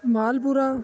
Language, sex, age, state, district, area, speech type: Punjabi, male, 18-30, Punjab, Ludhiana, urban, spontaneous